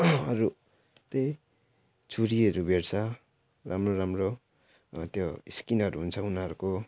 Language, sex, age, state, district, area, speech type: Nepali, male, 18-30, West Bengal, Jalpaiguri, urban, spontaneous